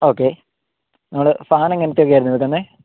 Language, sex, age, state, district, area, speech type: Malayalam, male, 30-45, Kerala, Idukki, rural, conversation